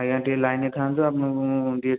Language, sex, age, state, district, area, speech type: Odia, male, 18-30, Odisha, Puri, urban, conversation